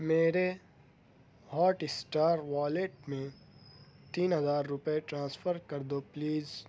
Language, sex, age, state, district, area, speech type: Urdu, male, 18-30, Maharashtra, Nashik, urban, read